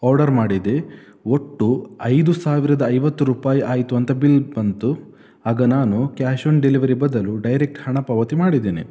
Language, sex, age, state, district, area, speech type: Kannada, male, 18-30, Karnataka, Udupi, rural, spontaneous